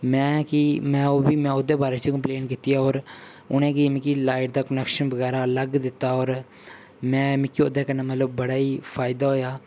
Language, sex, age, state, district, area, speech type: Dogri, male, 18-30, Jammu and Kashmir, Udhampur, rural, spontaneous